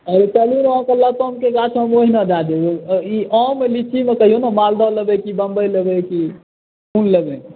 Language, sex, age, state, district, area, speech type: Maithili, male, 30-45, Bihar, Saharsa, rural, conversation